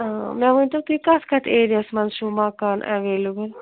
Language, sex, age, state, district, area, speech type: Kashmiri, female, 60+, Jammu and Kashmir, Srinagar, urban, conversation